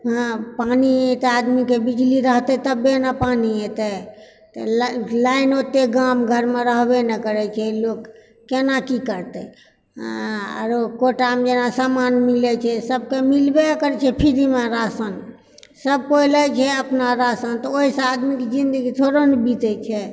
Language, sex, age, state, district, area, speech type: Maithili, female, 60+, Bihar, Purnia, rural, spontaneous